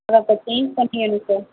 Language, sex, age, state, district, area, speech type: Tamil, female, 30-45, Tamil Nadu, Tiruvarur, urban, conversation